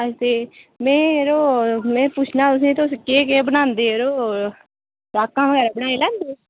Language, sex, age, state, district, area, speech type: Dogri, female, 18-30, Jammu and Kashmir, Udhampur, rural, conversation